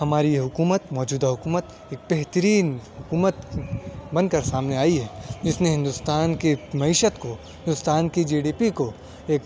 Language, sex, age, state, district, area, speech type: Urdu, male, 18-30, Delhi, South Delhi, urban, spontaneous